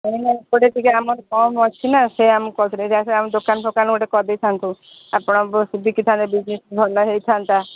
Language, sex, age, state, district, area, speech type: Odia, female, 45-60, Odisha, Sundergarh, rural, conversation